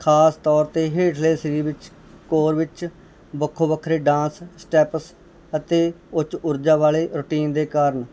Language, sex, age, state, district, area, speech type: Punjabi, male, 30-45, Punjab, Barnala, urban, spontaneous